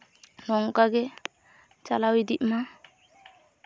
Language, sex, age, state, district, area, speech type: Santali, female, 18-30, West Bengal, Purulia, rural, spontaneous